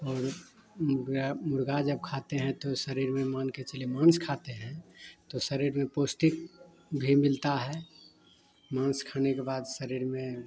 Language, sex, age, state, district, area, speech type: Hindi, male, 30-45, Bihar, Madhepura, rural, spontaneous